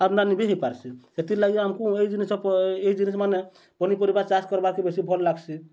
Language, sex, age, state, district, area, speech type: Odia, male, 30-45, Odisha, Bargarh, urban, spontaneous